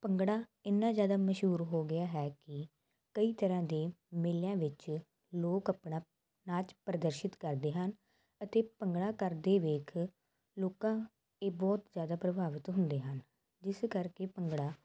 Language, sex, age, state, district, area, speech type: Punjabi, female, 18-30, Punjab, Muktsar, rural, spontaneous